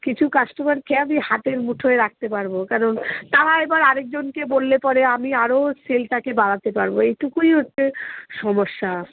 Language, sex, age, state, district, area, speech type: Bengali, female, 45-60, West Bengal, Darjeeling, rural, conversation